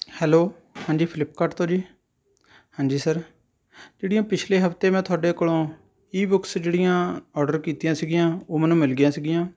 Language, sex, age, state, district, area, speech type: Punjabi, male, 30-45, Punjab, Rupnagar, urban, spontaneous